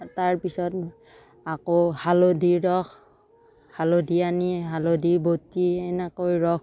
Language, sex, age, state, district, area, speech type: Assamese, female, 30-45, Assam, Darrang, rural, spontaneous